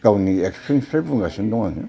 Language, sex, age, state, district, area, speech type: Bodo, male, 60+, Assam, Udalguri, urban, spontaneous